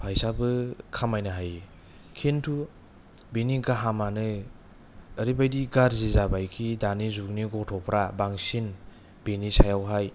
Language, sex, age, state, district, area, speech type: Bodo, male, 18-30, Assam, Kokrajhar, urban, spontaneous